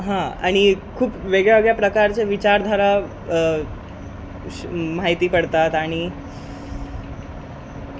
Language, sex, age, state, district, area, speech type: Marathi, male, 18-30, Maharashtra, Wardha, urban, spontaneous